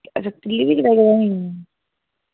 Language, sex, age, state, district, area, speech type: Dogri, female, 30-45, Jammu and Kashmir, Samba, urban, conversation